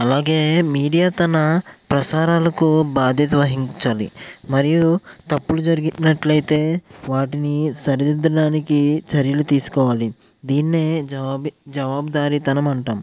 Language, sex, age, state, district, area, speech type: Telugu, male, 18-30, Andhra Pradesh, Eluru, urban, spontaneous